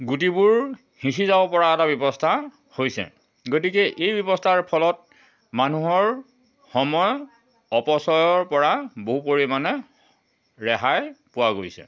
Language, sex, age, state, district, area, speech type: Assamese, male, 60+, Assam, Dhemaji, rural, spontaneous